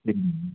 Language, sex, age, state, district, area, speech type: Tamil, male, 30-45, Tamil Nadu, Coimbatore, urban, conversation